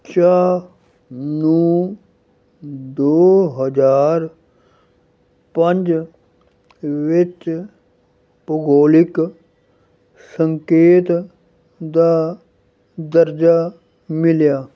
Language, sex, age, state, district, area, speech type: Punjabi, male, 60+, Punjab, Fazilka, rural, read